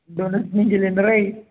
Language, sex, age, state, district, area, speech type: Marathi, male, 18-30, Maharashtra, Buldhana, urban, conversation